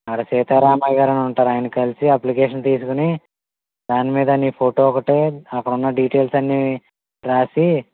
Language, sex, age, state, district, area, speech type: Telugu, male, 18-30, Andhra Pradesh, Konaseema, rural, conversation